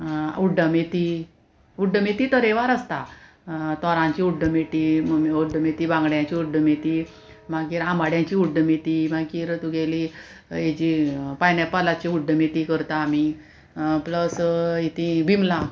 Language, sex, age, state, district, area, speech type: Goan Konkani, female, 45-60, Goa, Murmgao, urban, spontaneous